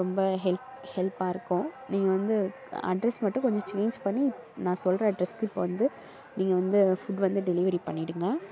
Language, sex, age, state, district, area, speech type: Tamil, female, 18-30, Tamil Nadu, Kallakurichi, urban, spontaneous